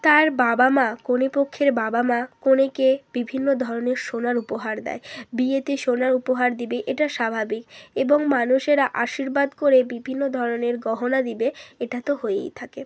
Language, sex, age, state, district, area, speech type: Bengali, female, 30-45, West Bengal, Hooghly, urban, spontaneous